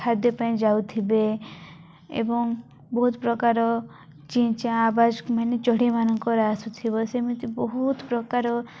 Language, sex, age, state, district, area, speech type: Odia, female, 18-30, Odisha, Nabarangpur, urban, spontaneous